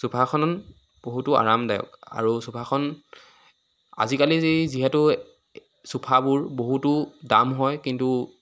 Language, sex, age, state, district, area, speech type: Assamese, male, 18-30, Assam, Sivasagar, rural, spontaneous